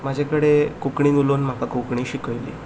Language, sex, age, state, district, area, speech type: Goan Konkani, male, 18-30, Goa, Ponda, rural, spontaneous